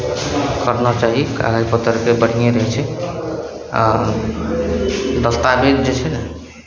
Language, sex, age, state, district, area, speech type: Maithili, male, 18-30, Bihar, Araria, rural, spontaneous